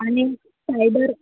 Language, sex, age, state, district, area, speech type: Marathi, female, 30-45, Maharashtra, Wardha, urban, conversation